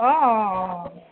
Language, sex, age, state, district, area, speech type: Assamese, female, 45-60, Assam, Darrang, rural, conversation